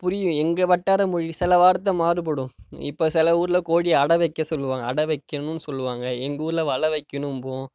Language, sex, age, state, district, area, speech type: Tamil, male, 45-60, Tamil Nadu, Mayiladuthurai, rural, spontaneous